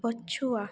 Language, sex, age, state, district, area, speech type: Odia, female, 18-30, Odisha, Rayagada, rural, read